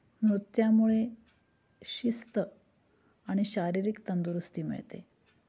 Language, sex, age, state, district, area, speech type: Marathi, female, 30-45, Maharashtra, Nashik, urban, spontaneous